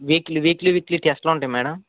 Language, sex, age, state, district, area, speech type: Telugu, male, 30-45, Andhra Pradesh, Srikakulam, urban, conversation